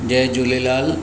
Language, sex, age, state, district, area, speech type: Sindhi, male, 60+, Maharashtra, Mumbai Suburban, urban, spontaneous